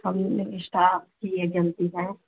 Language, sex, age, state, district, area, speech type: Urdu, female, 45-60, Bihar, Gaya, urban, conversation